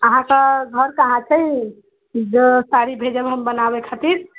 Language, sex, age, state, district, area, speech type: Maithili, female, 45-60, Bihar, Sitamarhi, rural, conversation